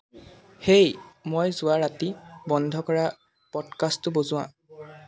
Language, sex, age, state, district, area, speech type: Assamese, male, 18-30, Assam, Jorhat, urban, read